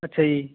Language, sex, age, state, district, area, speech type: Punjabi, male, 30-45, Punjab, Fazilka, rural, conversation